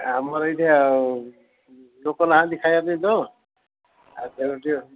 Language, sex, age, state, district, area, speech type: Odia, male, 60+, Odisha, Gajapati, rural, conversation